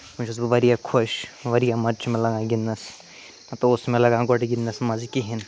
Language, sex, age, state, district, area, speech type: Kashmiri, male, 45-60, Jammu and Kashmir, Ganderbal, urban, spontaneous